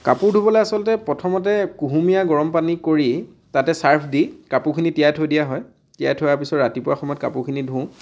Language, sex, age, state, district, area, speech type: Assamese, male, 30-45, Assam, Dibrugarh, rural, spontaneous